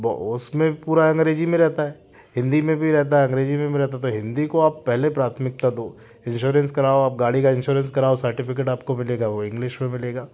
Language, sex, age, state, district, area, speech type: Hindi, male, 45-60, Madhya Pradesh, Jabalpur, urban, spontaneous